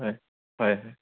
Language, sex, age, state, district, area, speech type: Assamese, male, 18-30, Assam, Charaideo, urban, conversation